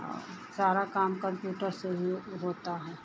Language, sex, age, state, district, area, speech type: Hindi, female, 60+, Uttar Pradesh, Lucknow, rural, spontaneous